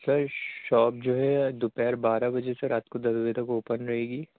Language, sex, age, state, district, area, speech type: Urdu, male, 30-45, Delhi, Central Delhi, urban, conversation